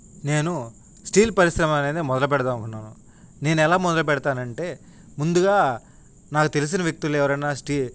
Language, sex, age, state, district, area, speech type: Telugu, male, 18-30, Andhra Pradesh, Nellore, rural, spontaneous